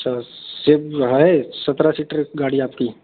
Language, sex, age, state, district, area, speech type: Hindi, male, 18-30, Rajasthan, Karauli, rural, conversation